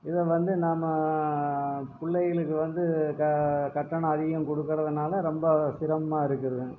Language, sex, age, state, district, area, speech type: Tamil, male, 45-60, Tamil Nadu, Erode, rural, spontaneous